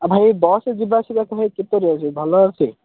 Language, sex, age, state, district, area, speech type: Odia, male, 18-30, Odisha, Ganjam, urban, conversation